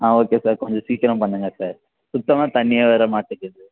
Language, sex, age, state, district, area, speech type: Tamil, male, 18-30, Tamil Nadu, Thanjavur, rural, conversation